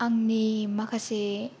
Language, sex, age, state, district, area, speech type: Bodo, female, 18-30, Assam, Kokrajhar, rural, spontaneous